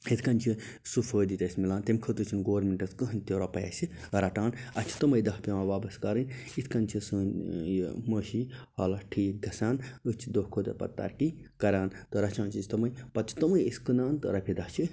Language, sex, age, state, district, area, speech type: Kashmiri, male, 45-60, Jammu and Kashmir, Baramulla, rural, spontaneous